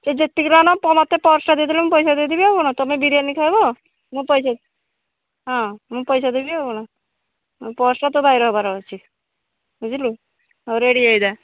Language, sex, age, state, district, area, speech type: Odia, female, 60+, Odisha, Nayagarh, rural, conversation